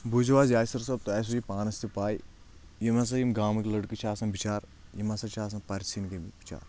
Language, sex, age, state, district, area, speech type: Kashmiri, male, 18-30, Jammu and Kashmir, Anantnag, rural, spontaneous